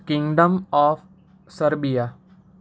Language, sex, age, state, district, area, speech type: Gujarati, male, 18-30, Gujarat, Anand, urban, spontaneous